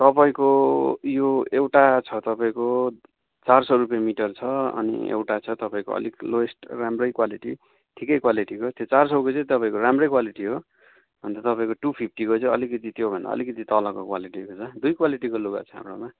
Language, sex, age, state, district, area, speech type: Nepali, male, 45-60, West Bengal, Darjeeling, rural, conversation